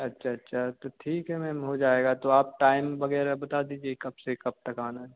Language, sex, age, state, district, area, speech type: Hindi, male, 18-30, Madhya Pradesh, Hoshangabad, urban, conversation